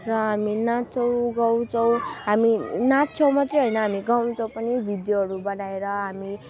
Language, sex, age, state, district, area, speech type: Nepali, female, 30-45, West Bengal, Darjeeling, rural, spontaneous